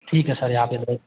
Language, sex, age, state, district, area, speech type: Hindi, male, 18-30, Rajasthan, Jodhpur, urban, conversation